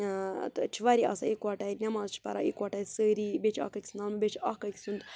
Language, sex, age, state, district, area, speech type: Kashmiri, female, 30-45, Jammu and Kashmir, Budgam, rural, spontaneous